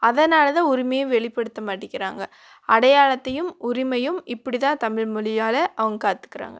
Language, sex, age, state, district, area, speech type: Tamil, female, 18-30, Tamil Nadu, Coimbatore, urban, spontaneous